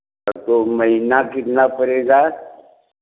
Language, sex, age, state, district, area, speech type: Hindi, male, 60+, Uttar Pradesh, Varanasi, rural, conversation